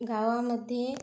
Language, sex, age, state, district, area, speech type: Marathi, female, 30-45, Maharashtra, Yavatmal, rural, spontaneous